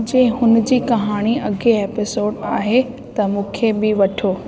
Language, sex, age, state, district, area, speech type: Sindhi, female, 30-45, Delhi, South Delhi, urban, read